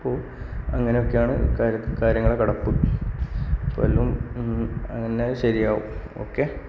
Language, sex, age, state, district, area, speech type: Malayalam, male, 18-30, Kerala, Kasaragod, rural, spontaneous